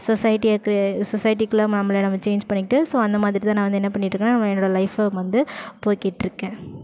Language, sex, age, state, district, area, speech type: Tamil, female, 30-45, Tamil Nadu, Ariyalur, rural, spontaneous